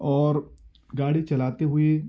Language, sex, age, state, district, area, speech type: Urdu, male, 18-30, Uttar Pradesh, Ghaziabad, urban, spontaneous